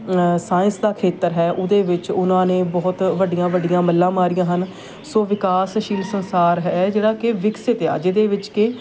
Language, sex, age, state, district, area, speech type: Punjabi, female, 30-45, Punjab, Shaheed Bhagat Singh Nagar, urban, spontaneous